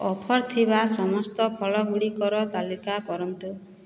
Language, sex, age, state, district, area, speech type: Odia, female, 45-60, Odisha, Boudh, rural, read